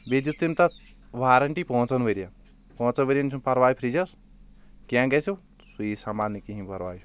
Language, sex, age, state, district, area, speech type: Kashmiri, male, 18-30, Jammu and Kashmir, Shopian, rural, spontaneous